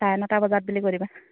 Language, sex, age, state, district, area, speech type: Assamese, female, 30-45, Assam, Charaideo, rural, conversation